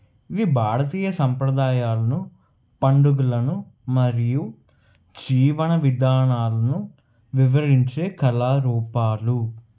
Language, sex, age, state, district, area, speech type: Telugu, male, 30-45, Telangana, Peddapalli, rural, spontaneous